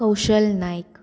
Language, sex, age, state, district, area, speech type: Goan Konkani, female, 18-30, Goa, Murmgao, urban, spontaneous